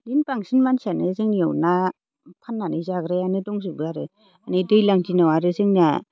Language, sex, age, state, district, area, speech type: Bodo, female, 30-45, Assam, Baksa, rural, spontaneous